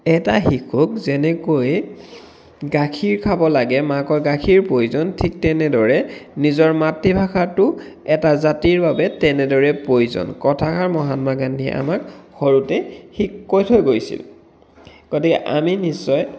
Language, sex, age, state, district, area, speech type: Assamese, male, 30-45, Assam, Dhemaji, rural, spontaneous